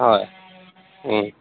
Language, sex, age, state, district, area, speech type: Assamese, male, 45-60, Assam, Majuli, rural, conversation